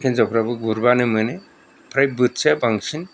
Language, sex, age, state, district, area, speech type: Bodo, male, 60+, Assam, Kokrajhar, rural, spontaneous